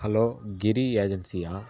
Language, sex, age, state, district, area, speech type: Tamil, male, 18-30, Tamil Nadu, Kallakurichi, urban, spontaneous